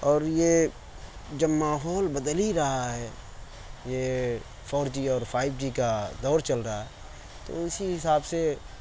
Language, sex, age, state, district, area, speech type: Urdu, male, 30-45, Uttar Pradesh, Mau, urban, spontaneous